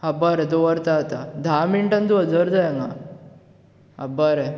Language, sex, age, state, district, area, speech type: Goan Konkani, male, 18-30, Goa, Bardez, urban, spontaneous